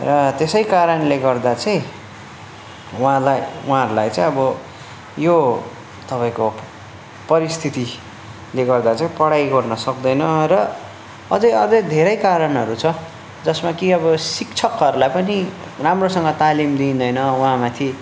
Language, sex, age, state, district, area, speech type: Nepali, male, 18-30, West Bengal, Darjeeling, rural, spontaneous